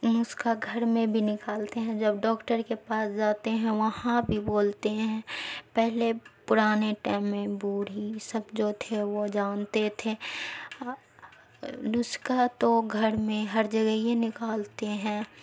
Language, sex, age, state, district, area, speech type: Urdu, female, 45-60, Bihar, Khagaria, rural, spontaneous